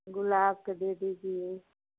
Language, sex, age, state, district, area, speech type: Hindi, female, 45-60, Uttar Pradesh, Prayagraj, urban, conversation